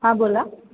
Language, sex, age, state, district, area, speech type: Marathi, female, 18-30, Maharashtra, Satara, urban, conversation